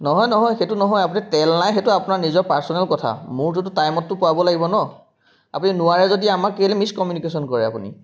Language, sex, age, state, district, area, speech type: Assamese, male, 30-45, Assam, Jorhat, urban, spontaneous